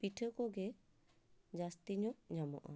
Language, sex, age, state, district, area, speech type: Santali, female, 30-45, West Bengal, Paschim Bardhaman, urban, spontaneous